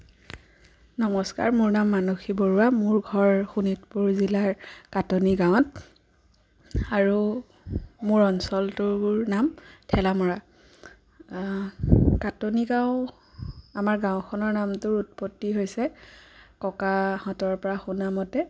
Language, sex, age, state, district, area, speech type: Assamese, female, 18-30, Assam, Sonitpur, rural, spontaneous